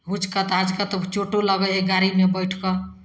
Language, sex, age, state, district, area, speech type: Maithili, female, 45-60, Bihar, Samastipur, rural, spontaneous